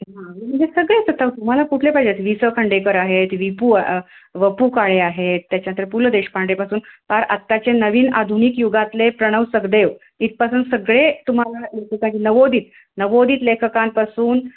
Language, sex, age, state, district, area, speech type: Marathi, female, 30-45, Maharashtra, Sangli, urban, conversation